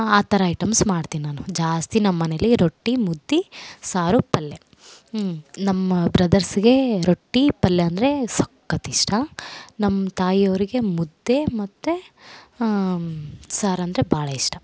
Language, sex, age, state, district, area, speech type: Kannada, female, 18-30, Karnataka, Vijayanagara, rural, spontaneous